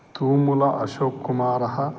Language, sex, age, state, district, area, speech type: Sanskrit, male, 45-60, Telangana, Karimnagar, urban, spontaneous